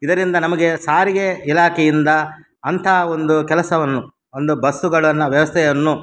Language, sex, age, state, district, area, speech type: Kannada, male, 60+, Karnataka, Udupi, rural, spontaneous